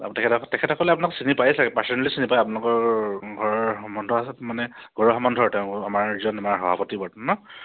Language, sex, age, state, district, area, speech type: Assamese, male, 45-60, Assam, Dibrugarh, urban, conversation